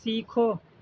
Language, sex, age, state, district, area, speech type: Urdu, male, 18-30, Delhi, East Delhi, urban, read